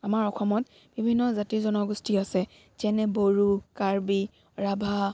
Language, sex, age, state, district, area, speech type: Assamese, female, 18-30, Assam, Dibrugarh, rural, spontaneous